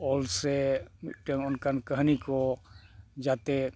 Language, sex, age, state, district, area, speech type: Santali, male, 60+, Jharkhand, East Singhbhum, rural, spontaneous